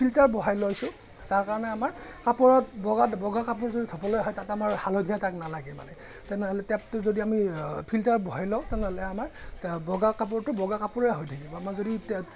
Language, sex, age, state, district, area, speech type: Assamese, male, 30-45, Assam, Morigaon, rural, spontaneous